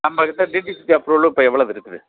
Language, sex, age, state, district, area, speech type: Tamil, male, 45-60, Tamil Nadu, Tiruppur, rural, conversation